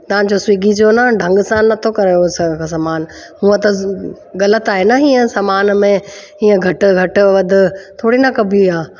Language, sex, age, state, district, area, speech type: Sindhi, female, 45-60, Delhi, South Delhi, urban, spontaneous